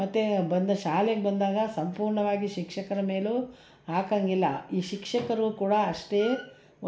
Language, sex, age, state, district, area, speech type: Kannada, female, 60+, Karnataka, Mysore, rural, spontaneous